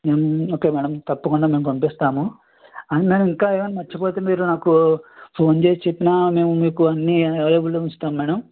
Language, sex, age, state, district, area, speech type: Telugu, male, 18-30, Andhra Pradesh, East Godavari, rural, conversation